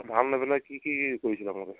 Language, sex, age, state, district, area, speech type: Assamese, male, 30-45, Assam, Charaideo, rural, conversation